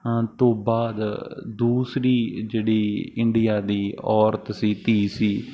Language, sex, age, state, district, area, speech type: Punjabi, male, 18-30, Punjab, Bathinda, rural, spontaneous